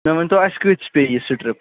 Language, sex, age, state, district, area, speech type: Kashmiri, male, 45-60, Jammu and Kashmir, Srinagar, urban, conversation